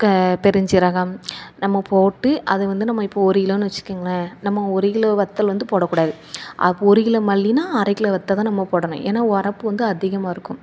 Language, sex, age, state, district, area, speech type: Tamil, female, 30-45, Tamil Nadu, Thoothukudi, urban, spontaneous